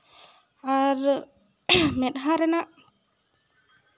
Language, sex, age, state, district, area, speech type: Santali, female, 18-30, West Bengal, Jhargram, rural, spontaneous